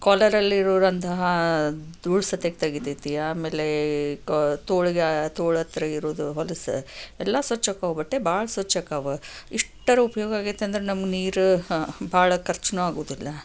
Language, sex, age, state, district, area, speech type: Kannada, female, 45-60, Karnataka, Chikkaballapur, rural, spontaneous